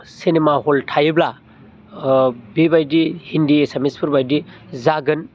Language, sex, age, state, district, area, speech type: Bodo, male, 30-45, Assam, Baksa, urban, spontaneous